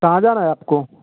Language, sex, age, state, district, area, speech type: Hindi, male, 30-45, Uttar Pradesh, Mau, urban, conversation